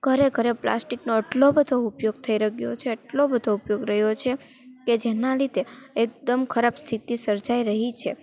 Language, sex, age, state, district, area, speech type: Gujarati, female, 18-30, Gujarat, Rajkot, rural, spontaneous